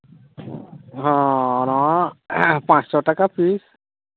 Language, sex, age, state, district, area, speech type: Santali, male, 60+, Jharkhand, East Singhbhum, rural, conversation